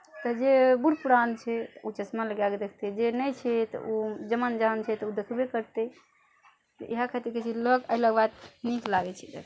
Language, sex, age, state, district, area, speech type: Maithili, female, 30-45, Bihar, Araria, rural, spontaneous